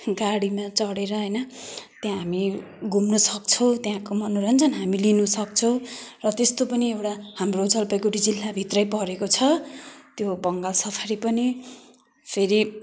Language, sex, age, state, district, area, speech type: Nepali, female, 30-45, West Bengal, Jalpaiguri, rural, spontaneous